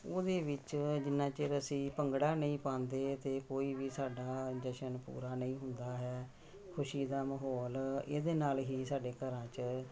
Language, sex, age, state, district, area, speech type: Punjabi, female, 45-60, Punjab, Jalandhar, urban, spontaneous